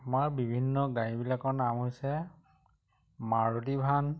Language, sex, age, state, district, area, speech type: Assamese, male, 45-60, Assam, Majuli, rural, spontaneous